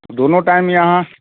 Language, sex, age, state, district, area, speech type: Hindi, male, 30-45, Bihar, Samastipur, urban, conversation